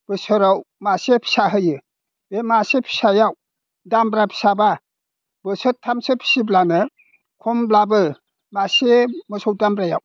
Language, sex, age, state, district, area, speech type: Bodo, male, 60+, Assam, Udalguri, rural, spontaneous